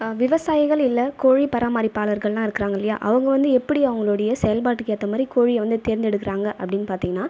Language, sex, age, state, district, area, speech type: Tamil, female, 30-45, Tamil Nadu, Viluppuram, rural, spontaneous